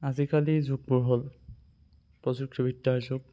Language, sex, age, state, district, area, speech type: Assamese, male, 18-30, Assam, Sonitpur, rural, spontaneous